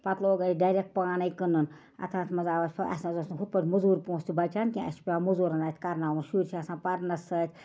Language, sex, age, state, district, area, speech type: Kashmiri, female, 60+, Jammu and Kashmir, Ganderbal, rural, spontaneous